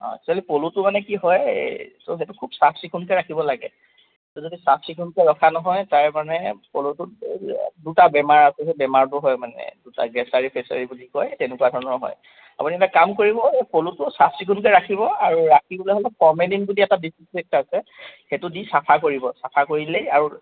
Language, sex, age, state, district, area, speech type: Assamese, male, 30-45, Assam, Jorhat, urban, conversation